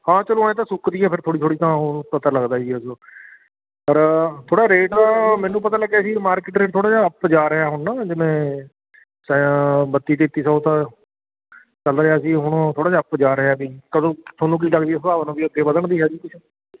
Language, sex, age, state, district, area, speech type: Punjabi, male, 45-60, Punjab, Fatehgarh Sahib, urban, conversation